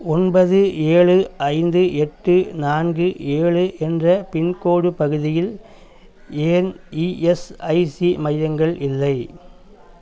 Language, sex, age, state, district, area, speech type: Tamil, male, 45-60, Tamil Nadu, Coimbatore, rural, read